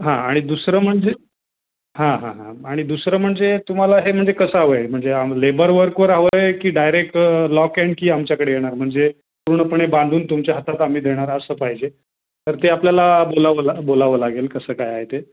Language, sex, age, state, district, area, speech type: Marathi, male, 30-45, Maharashtra, Raigad, rural, conversation